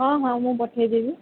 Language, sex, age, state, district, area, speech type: Odia, female, 30-45, Odisha, Sundergarh, urban, conversation